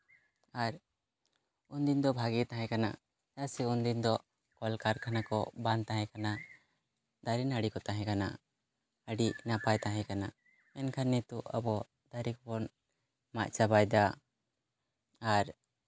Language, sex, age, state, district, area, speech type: Santali, male, 18-30, West Bengal, Jhargram, rural, spontaneous